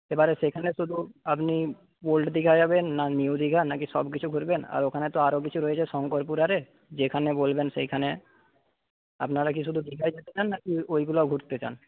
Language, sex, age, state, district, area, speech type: Bengali, male, 30-45, West Bengal, Paschim Medinipur, rural, conversation